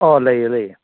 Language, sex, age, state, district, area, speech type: Manipuri, male, 30-45, Manipur, Churachandpur, rural, conversation